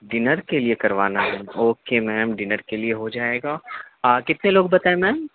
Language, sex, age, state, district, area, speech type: Urdu, male, 18-30, Delhi, South Delhi, urban, conversation